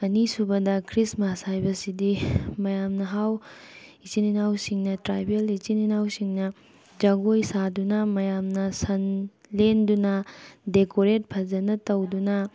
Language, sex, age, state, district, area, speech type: Manipuri, female, 30-45, Manipur, Tengnoupal, urban, spontaneous